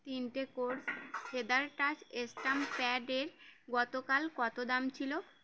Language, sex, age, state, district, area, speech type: Bengali, female, 18-30, West Bengal, Birbhum, urban, read